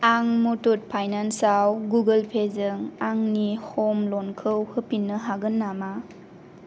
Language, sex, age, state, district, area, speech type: Bodo, female, 18-30, Assam, Kokrajhar, rural, read